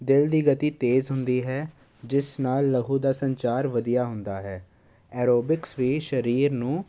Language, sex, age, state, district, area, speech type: Punjabi, male, 18-30, Punjab, Jalandhar, urban, spontaneous